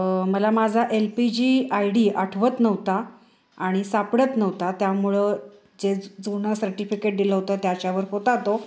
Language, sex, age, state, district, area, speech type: Marathi, female, 30-45, Maharashtra, Sangli, urban, spontaneous